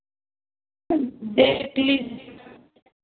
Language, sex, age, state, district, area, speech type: Hindi, female, 60+, Uttar Pradesh, Ayodhya, rural, conversation